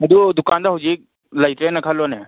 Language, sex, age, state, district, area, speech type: Manipuri, male, 30-45, Manipur, Kangpokpi, urban, conversation